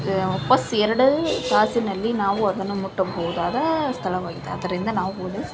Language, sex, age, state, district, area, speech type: Kannada, female, 18-30, Karnataka, Gadag, rural, spontaneous